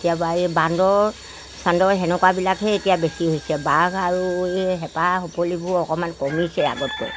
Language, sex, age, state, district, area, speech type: Assamese, male, 60+, Assam, Dibrugarh, rural, spontaneous